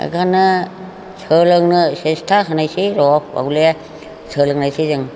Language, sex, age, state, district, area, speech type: Bodo, female, 60+, Assam, Chirang, rural, spontaneous